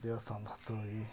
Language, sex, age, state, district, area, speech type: Kannada, male, 45-60, Karnataka, Koppal, rural, spontaneous